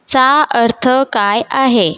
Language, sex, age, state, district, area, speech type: Marathi, female, 30-45, Maharashtra, Buldhana, urban, read